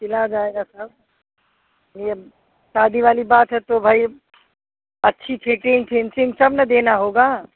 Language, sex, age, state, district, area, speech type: Hindi, female, 60+, Uttar Pradesh, Azamgarh, rural, conversation